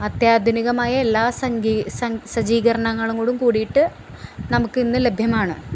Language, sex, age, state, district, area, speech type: Malayalam, female, 18-30, Kerala, Ernakulam, rural, spontaneous